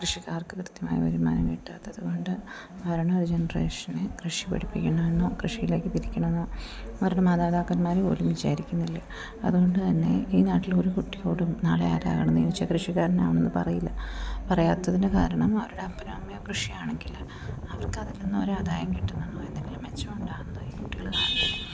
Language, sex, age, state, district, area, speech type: Malayalam, female, 30-45, Kerala, Idukki, rural, spontaneous